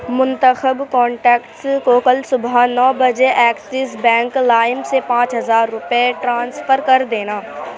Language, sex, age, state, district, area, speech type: Urdu, female, 45-60, Delhi, Central Delhi, urban, read